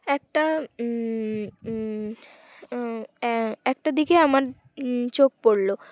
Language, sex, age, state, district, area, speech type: Bengali, female, 18-30, West Bengal, Uttar Dinajpur, urban, spontaneous